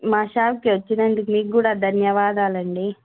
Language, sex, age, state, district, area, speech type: Telugu, female, 18-30, Andhra Pradesh, Annamaya, rural, conversation